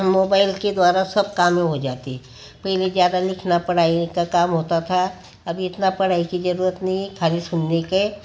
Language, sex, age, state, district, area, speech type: Hindi, female, 60+, Madhya Pradesh, Bhopal, urban, spontaneous